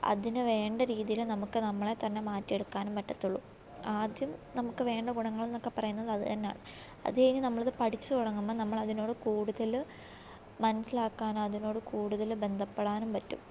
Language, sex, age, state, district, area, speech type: Malayalam, female, 18-30, Kerala, Alappuzha, rural, spontaneous